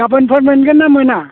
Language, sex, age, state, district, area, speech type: Bodo, male, 60+, Assam, Chirang, rural, conversation